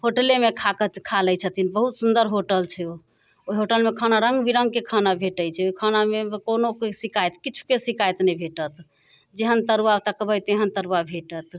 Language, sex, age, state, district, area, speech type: Maithili, female, 45-60, Bihar, Muzaffarpur, urban, spontaneous